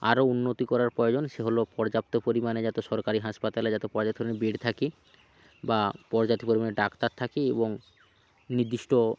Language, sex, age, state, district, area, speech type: Bengali, male, 30-45, West Bengal, Hooghly, rural, spontaneous